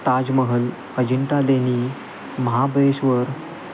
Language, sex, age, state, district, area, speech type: Marathi, male, 18-30, Maharashtra, Sangli, urban, spontaneous